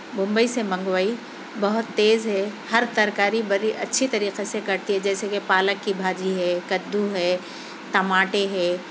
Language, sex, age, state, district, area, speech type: Urdu, female, 45-60, Telangana, Hyderabad, urban, spontaneous